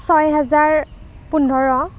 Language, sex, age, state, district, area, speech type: Assamese, female, 30-45, Assam, Nagaon, rural, spontaneous